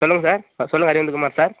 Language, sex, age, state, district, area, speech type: Tamil, female, 18-30, Tamil Nadu, Dharmapuri, urban, conversation